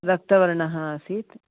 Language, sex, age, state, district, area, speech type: Sanskrit, female, 45-60, Karnataka, Bangalore Urban, urban, conversation